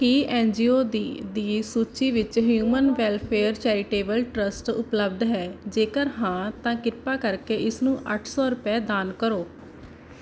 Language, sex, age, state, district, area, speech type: Punjabi, female, 18-30, Punjab, Barnala, rural, read